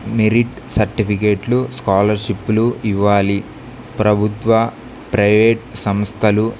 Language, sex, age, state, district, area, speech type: Telugu, male, 18-30, Andhra Pradesh, Kurnool, rural, spontaneous